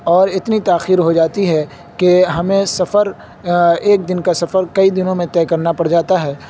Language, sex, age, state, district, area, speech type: Urdu, male, 18-30, Uttar Pradesh, Saharanpur, urban, spontaneous